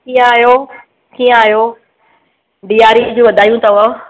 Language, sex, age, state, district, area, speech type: Sindhi, female, 30-45, Maharashtra, Mumbai Suburban, urban, conversation